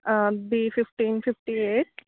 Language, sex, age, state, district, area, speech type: Punjabi, female, 18-30, Punjab, Kapurthala, urban, conversation